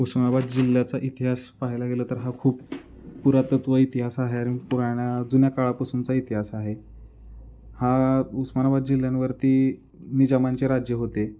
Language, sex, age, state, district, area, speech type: Marathi, male, 30-45, Maharashtra, Osmanabad, rural, spontaneous